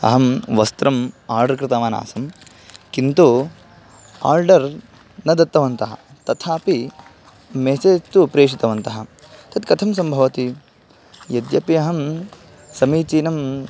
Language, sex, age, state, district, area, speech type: Sanskrit, male, 18-30, Karnataka, Bangalore Rural, rural, spontaneous